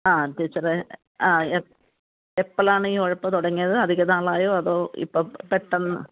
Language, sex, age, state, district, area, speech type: Malayalam, female, 45-60, Kerala, Alappuzha, rural, conversation